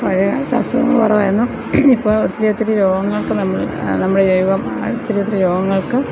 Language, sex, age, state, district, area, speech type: Malayalam, female, 45-60, Kerala, Thiruvananthapuram, rural, spontaneous